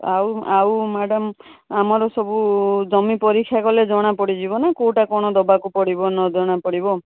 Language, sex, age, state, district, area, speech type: Odia, female, 45-60, Odisha, Balasore, rural, conversation